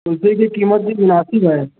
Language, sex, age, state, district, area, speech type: Urdu, male, 60+, Maharashtra, Nashik, urban, conversation